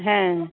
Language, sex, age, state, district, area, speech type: Bengali, female, 45-60, West Bengal, North 24 Parganas, urban, conversation